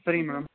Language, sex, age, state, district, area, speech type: Tamil, male, 30-45, Tamil Nadu, Nilgiris, urban, conversation